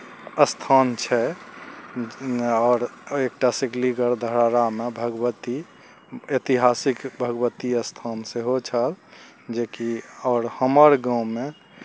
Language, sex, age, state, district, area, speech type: Maithili, male, 45-60, Bihar, Araria, rural, spontaneous